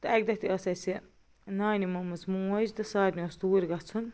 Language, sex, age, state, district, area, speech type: Kashmiri, female, 18-30, Jammu and Kashmir, Baramulla, rural, spontaneous